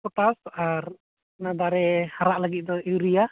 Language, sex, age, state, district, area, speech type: Santali, male, 18-30, West Bengal, Uttar Dinajpur, rural, conversation